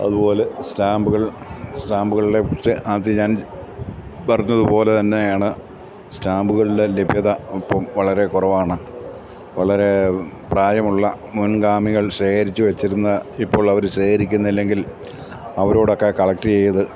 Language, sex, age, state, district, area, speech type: Malayalam, male, 45-60, Kerala, Kottayam, rural, spontaneous